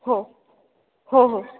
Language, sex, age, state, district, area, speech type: Marathi, female, 18-30, Maharashtra, Ahmednagar, urban, conversation